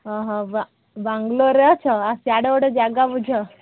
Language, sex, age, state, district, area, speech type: Odia, female, 30-45, Odisha, Sambalpur, rural, conversation